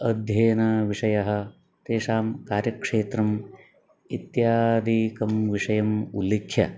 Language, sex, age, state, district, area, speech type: Sanskrit, male, 45-60, Karnataka, Uttara Kannada, rural, spontaneous